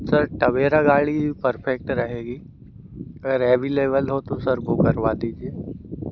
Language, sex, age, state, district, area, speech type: Hindi, male, 30-45, Madhya Pradesh, Hoshangabad, rural, spontaneous